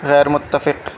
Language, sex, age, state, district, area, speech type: Urdu, male, 18-30, Delhi, North West Delhi, urban, read